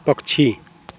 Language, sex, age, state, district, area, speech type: Maithili, male, 60+, Bihar, Madhepura, rural, read